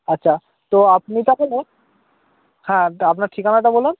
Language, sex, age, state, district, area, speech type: Bengali, male, 18-30, West Bengal, Purba Medinipur, rural, conversation